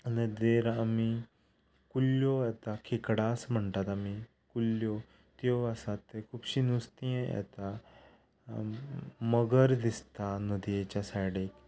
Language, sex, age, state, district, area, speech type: Goan Konkani, male, 18-30, Goa, Ponda, rural, spontaneous